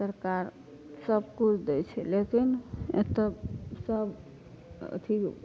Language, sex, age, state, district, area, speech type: Maithili, female, 45-60, Bihar, Madhepura, rural, spontaneous